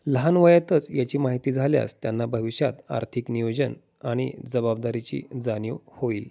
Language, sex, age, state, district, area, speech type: Marathi, male, 30-45, Maharashtra, Osmanabad, rural, spontaneous